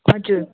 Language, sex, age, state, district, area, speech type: Nepali, female, 18-30, West Bengal, Darjeeling, rural, conversation